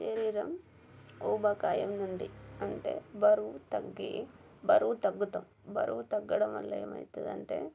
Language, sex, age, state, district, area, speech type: Telugu, female, 30-45, Telangana, Warangal, rural, spontaneous